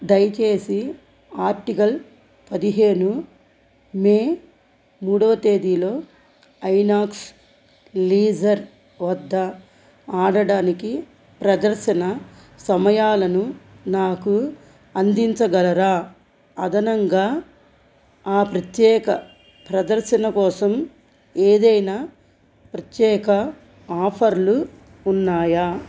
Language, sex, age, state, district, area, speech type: Telugu, female, 45-60, Andhra Pradesh, Krishna, rural, read